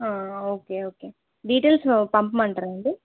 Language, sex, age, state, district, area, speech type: Telugu, female, 18-30, Telangana, Nizamabad, rural, conversation